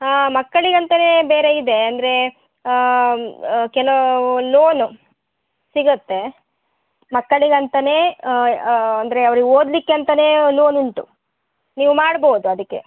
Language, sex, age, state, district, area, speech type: Kannada, female, 30-45, Karnataka, Shimoga, rural, conversation